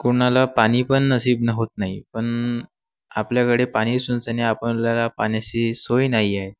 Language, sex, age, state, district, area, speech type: Marathi, male, 18-30, Maharashtra, Wardha, urban, spontaneous